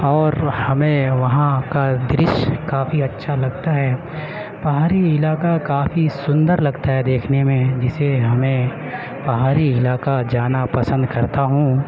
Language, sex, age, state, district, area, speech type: Urdu, male, 30-45, Uttar Pradesh, Gautam Buddha Nagar, urban, spontaneous